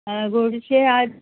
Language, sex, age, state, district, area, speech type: Goan Konkani, female, 60+, Goa, Bardez, rural, conversation